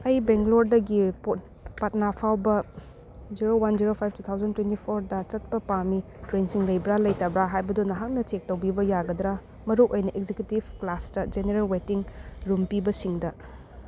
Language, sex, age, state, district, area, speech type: Manipuri, female, 30-45, Manipur, Churachandpur, rural, read